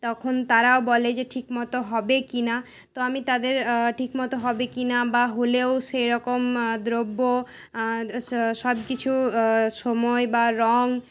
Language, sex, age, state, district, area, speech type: Bengali, female, 18-30, West Bengal, Paschim Bardhaman, urban, spontaneous